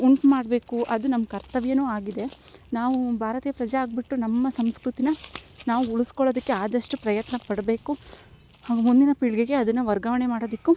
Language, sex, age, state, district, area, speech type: Kannada, female, 18-30, Karnataka, Chikkamagaluru, rural, spontaneous